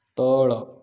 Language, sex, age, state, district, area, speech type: Odia, male, 30-45, Odisha, Koraput, urban, read